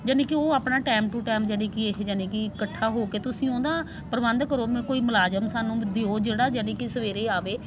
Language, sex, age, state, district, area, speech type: Punjabi, female, 45-60, Punjab, Faridkot, urban, spontaneous